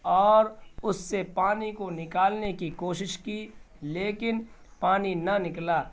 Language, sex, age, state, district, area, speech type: Urdu, male, 18-30, Bihar, Purnia, rural, spontaneous